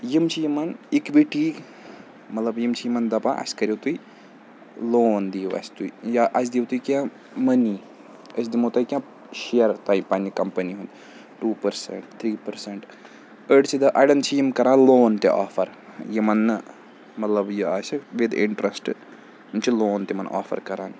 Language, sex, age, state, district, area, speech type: Kashmiri, male, 18-30, Jammu and Kashmir, Srinagar, urban, spontaneous